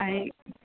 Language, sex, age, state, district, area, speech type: Assamese, female, 30-45, Assam, Barpeta, rural, conversation